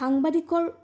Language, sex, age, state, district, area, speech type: Assamese, female, 18-30, Assam, Udalguri, rural, spontaneous